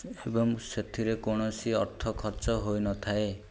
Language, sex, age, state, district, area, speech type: Odia, male, 18-30, Odisha, Ganjam, urban, spontaneous